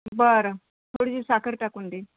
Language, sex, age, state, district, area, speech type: Marathi, female, 60+, Maharashtra, Nagpur, urban, conversation